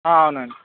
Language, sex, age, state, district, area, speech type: Telugu, male, 18-30, Telangana, Hyderabad, urban, conversation